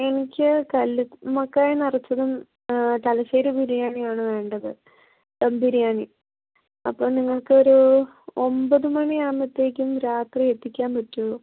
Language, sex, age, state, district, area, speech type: Malayalam, female, 18-30, Kerala, Kannur, urban, conversation